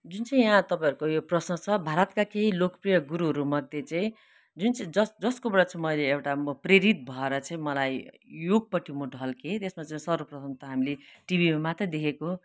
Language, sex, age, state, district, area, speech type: Nepali, female, 60+, West Bengal, Kalimpong, rural, spontaneous